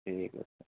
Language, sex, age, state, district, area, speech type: Assamese, male, 45-60, Assam, Sonitpur, urban, conversation